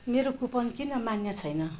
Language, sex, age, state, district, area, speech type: Nepali, female, 60+, West Bengal, Darjeeling, rural, read